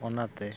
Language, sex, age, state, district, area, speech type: Santali, male, 45-60, Odisha, Mayurbhanj, rural, spontaneous